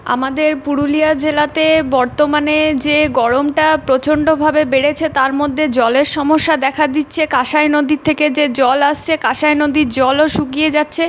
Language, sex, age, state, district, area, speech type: Bengali, female, 18-30, West Bengal, Purulia, rural, spontaneous